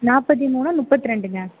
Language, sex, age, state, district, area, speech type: Tamil, female, 18-30, Tamil Nadu, Mayiladuthurai, rural, conversation